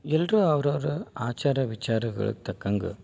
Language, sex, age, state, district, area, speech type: Kannada, male, 30-45, Karnataka, Dharwad, rural, spontaneous